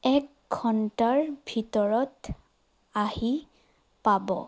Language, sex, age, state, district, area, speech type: Assamese, female, 30-45, Assam, Sonitpur, rural, spontaneous